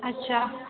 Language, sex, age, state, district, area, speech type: Odia, female, 18-30, Odisha, Jajpur, rural, conversation